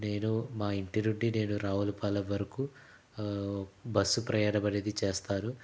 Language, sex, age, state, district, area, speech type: Telugu, male, 30-45, Andhra Pradesh, Konaseema, rural, spontaneous